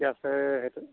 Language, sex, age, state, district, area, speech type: Assamese, male, 45-60, Assam, Golaghat, urban, conversation